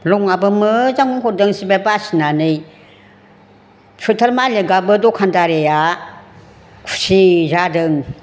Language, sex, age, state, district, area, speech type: Bodo, female, 60+, Assam, Chirang, urban, spontaneous